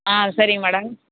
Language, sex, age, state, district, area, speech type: Tamil, female, 30-45, Tamil Nadu, Vellore, urban, conversation